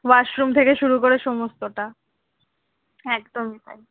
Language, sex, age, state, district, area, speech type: Bengali, female, 18-30, West Bengal, Kolkata, urban, conversation